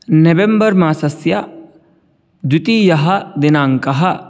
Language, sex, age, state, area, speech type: Sanskrit, male, 18-30, Uttar Pradesh, rural, spontaneous